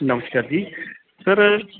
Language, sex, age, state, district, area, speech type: Punjabi, male, 30-45, Punjab, Gurdaspur, urban, conversation